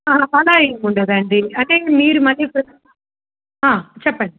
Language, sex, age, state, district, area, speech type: Telugu, female, 30-45, Telangana, Medak, rural, conversation